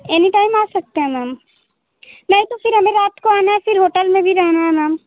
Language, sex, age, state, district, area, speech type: Hindi, female, 18-30, Uttar Pradesh, Jaunpur, urban, conversation